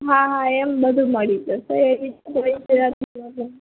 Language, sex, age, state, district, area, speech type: Gujarati, female, 30-45, Gujarat, Morbi, urban, conversation